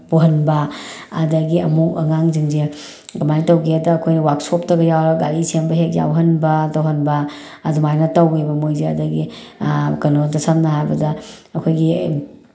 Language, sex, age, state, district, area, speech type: Manipuri, female, 30-45, Manipur, Bishnupur, rural, spontaneous